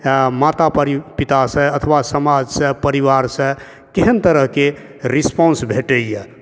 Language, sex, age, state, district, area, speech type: Maithili, female, 18-30, Bihar, Supaul, rural, spontaneous